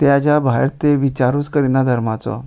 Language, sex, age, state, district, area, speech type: Goan Konkani, male, 30-45, Goa, Ponda, rural, spontaneous